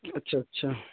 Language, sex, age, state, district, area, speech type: Urdu, male, 18-30, Bihar, Purnia, rural, conversation